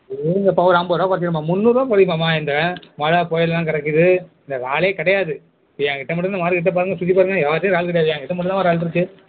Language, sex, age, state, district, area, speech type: Tamil, male, 60+, Tamil Nadu, Nagapattinam, rural, conversation